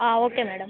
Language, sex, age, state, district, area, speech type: Telugu, female, 18-30, Telangana, Khammam, urban, conversation